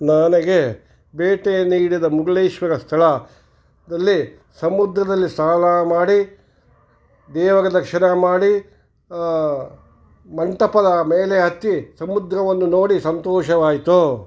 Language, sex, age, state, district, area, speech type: Kannada, male, 60+, Karnataka, Kolar, urban, spontaneous